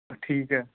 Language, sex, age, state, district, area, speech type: Punjabi, male, 18-30, Punjab, Shaheed Bhagat Singh Nagar, urban, conversation